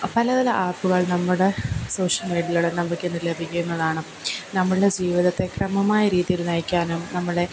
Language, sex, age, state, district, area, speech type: Malayalam, female, 18-30, Kerala, Pathanamthitta, rural, spontaneous